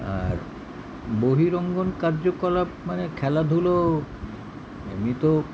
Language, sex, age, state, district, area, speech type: Bengali, male, 60+, West Bengal, Kolkata, urban, spontaneous